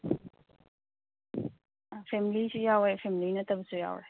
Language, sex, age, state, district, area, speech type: Manipuri, female, 45-60, Manipur, Imphal East, rural, conversation